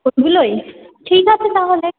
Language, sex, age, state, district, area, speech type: Bengali, female, 30-45, West Bengal, Paschim Bardhaman, urban, conversation